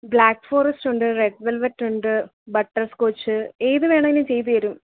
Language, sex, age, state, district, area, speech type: Malayalam, female, 18-30, Kerala, Alappuzha, rural, conversation